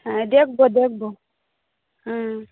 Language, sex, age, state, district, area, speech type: Bengali, female, 30-45, West Bengal, Darjeeling, urban, conversation